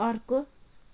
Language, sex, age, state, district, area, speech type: Nepali, female, 45-60, West Bengal, Kalimpong, rural, read